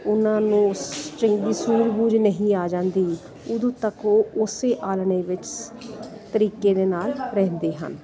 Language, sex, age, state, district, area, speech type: Punjabi, female, 45-60, Punjab, Jalandhar, urban, spontaneous